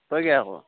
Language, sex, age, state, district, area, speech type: Assamese, male, 18-30, Assam, Darrang, rural, conversation